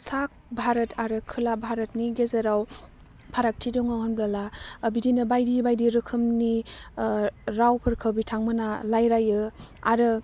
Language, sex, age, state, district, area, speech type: Bodo, female, 18-30, Assam, Udalguri, urban, spontaneous